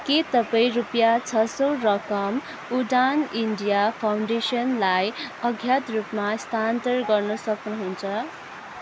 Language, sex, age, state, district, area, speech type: Nepali, female, 18-30, West Bengal, Kalimpong, rural, read